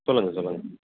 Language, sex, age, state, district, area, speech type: Tamil, male, 30-45, Tamil Nadu, Erode, rural, conversation